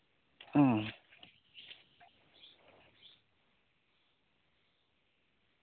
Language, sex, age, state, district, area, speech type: Santali, male, 30-45, West Bengal, Birbhum, rural, conversation